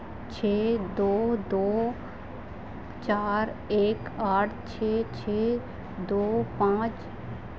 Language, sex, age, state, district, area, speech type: Hindi, female, 18-30, Madhya Pradesh, Harda, urban, read